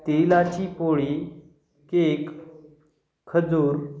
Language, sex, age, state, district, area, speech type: Marathi, male, 30-45, Maharashtra, Hingoli, urban, spontaneous